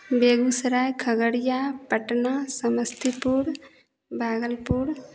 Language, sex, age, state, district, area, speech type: Hindi, female, 30-45, Bihar, Begusarai, urban, spontaneous